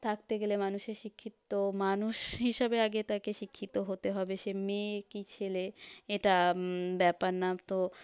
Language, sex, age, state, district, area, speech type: Bengali, female, 18-30, West Bengal, South 24 Parganas, rural, spontaneous